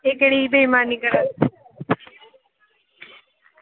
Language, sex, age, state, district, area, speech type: Dogri, female, 18-30, Jammu and Kashmir, Samba, rural, conversation